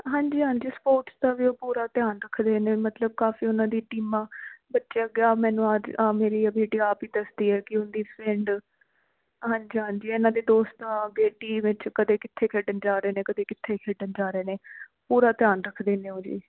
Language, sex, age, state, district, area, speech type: Punjabi, female, 18-30, Punjab, Fazilka, rural, conversation